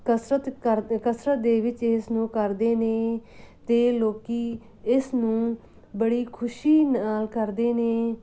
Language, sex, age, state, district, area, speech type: Punjabi, female, 30-45, Punjab, Muktsar, urban, spontaneous